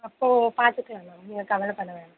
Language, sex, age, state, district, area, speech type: Tamil, female, 18-30, Tamil Nadu, Tiruvallur, urban, conversation